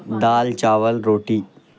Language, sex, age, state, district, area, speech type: Urdu, male, 18-30, Bihar, Khagaria, rural, spontaneous